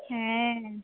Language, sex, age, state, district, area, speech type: Bengali, female, 30-45, West Bengal, Darjeeling, rural, conversation